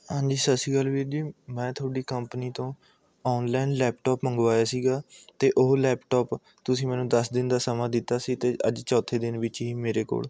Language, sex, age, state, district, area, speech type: Punjabi, male, 18-30, Punjab, Mohali, rural, spontaneous